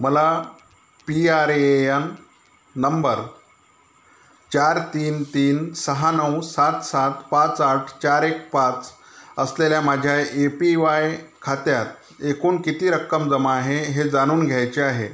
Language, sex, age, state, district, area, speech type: Marathi, male, 30-45, Maharashtra, Amravati, rural, read